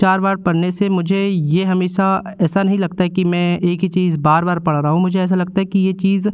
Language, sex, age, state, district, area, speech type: Hindi, male, 18-30, Madhya Pradesh, Jabalpur, rural, spontaneous